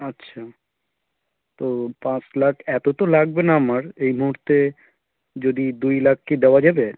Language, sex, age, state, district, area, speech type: Bengali, male, 18-30, West Bengal, South 24 Parganas, rural, conversation